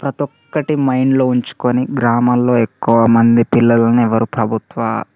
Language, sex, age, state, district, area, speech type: Telugu, male, 18-30, Telangana, Mancherial, rural, spontaneous